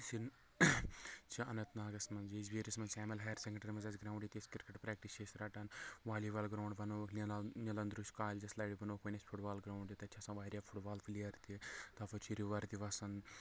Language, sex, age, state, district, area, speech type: Kashmiri, male, 30-45, Jammu and Kashmir, Anantnag, rural, spontaneous